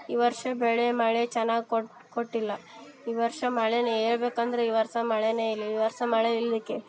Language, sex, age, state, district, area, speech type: Kannada, female, 18-30, Karnataka, Vijayanagara, rural, spontaneous